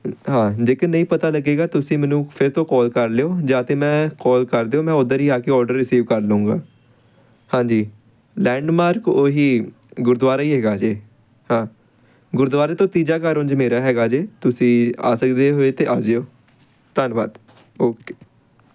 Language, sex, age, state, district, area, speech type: Punjabi, male, 18-30, Punjab, Amritsar, urban, spontaneous